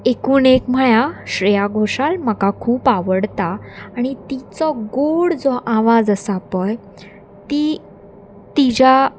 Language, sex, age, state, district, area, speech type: Goan Konkani, female, 18-30, Goa, Salcete, rural, spontaneous